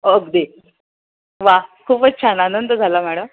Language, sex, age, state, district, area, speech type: Marathi, female, 45-60, Maharashtra, Pune, urban, conversation